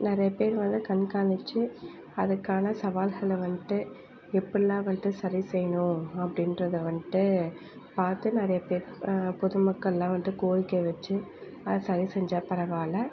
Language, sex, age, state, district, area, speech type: Tamil, female, 18-30, Tamil Nadu, Mayiladuthurai, urban, spontaneous